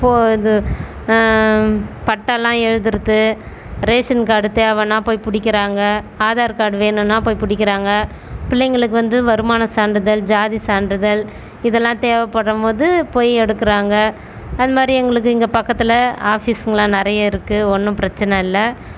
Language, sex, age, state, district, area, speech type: Tamil, female, 30-45, Tamil Nadu, Tiruvannamalai, urban, spontaneous